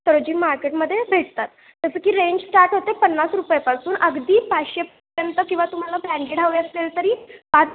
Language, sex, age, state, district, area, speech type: Marathi, female, 18-30, Maharashtra, Kolhapur, urban, conversation